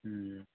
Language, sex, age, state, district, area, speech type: Kannada, male, 18-30, Karnataka, Chitradurga, rural, conversation